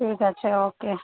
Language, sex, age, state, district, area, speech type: Bengali, female, 30-45, West Bengal, Malda, urban, conversation